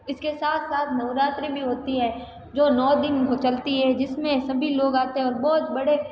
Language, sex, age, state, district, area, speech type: Hindi, female, 45-60, Rajasthan, Jodhpur, urban, spontaneous